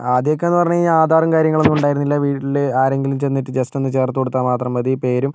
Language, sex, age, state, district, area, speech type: Malayalam, male, 30-45, Kerala, Kozhikode, urban, spontaneous